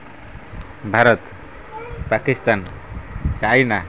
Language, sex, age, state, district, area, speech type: Odia, male, 30-45, Odisha, Kendrapara, urban, spontaneous